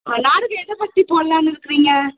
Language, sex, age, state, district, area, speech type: Tamil, female, 18-30, Tamil Nadu, Chennai, urban, conversation